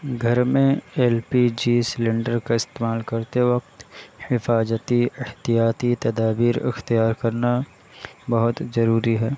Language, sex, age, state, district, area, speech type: Urdu, male, 18-30, Uttar Pradesh, Balrampur, rural, spontaneous